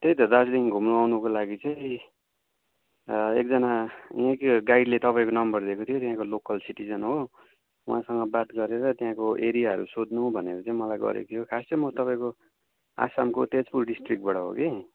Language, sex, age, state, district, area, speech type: Nepali, male, 45-60, West Bengal, Darjeeling, rural, conversation